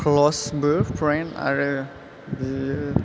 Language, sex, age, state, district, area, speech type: Bodo, male, 18-30, Assam, Chirang, urban, spontaneous